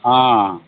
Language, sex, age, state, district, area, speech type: Kannada, male, 45-60, Karnataka, Bellary, rural, conversation